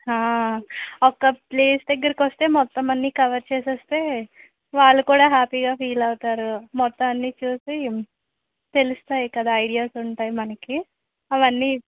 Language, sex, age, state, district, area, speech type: Telugu, female, 18-30, Andhra Pradesh, Vizianagaram, rural, conversation